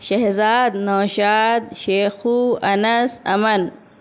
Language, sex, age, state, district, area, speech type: Urdu, female, 30-45, Uttar Pradesh, Shahjahanpur, urban, spontaneous